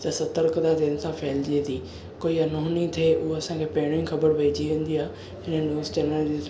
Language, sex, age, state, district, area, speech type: Sindhi, male, 18-30, Maharashtra, Thane, urban, spontaneous